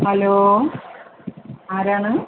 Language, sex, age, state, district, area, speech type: Malayalam, female, 60+, Kerala, Thiruvananthapuram, urban, conversation